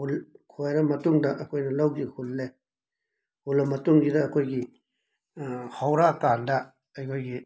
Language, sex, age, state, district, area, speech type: Manipuri, male, 45-60, Manipur, Imphal West, urban, spontaneous